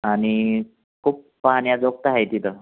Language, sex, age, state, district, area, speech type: Marathi, male, 45-60, Maharashtra, Buldhana, rural, conversation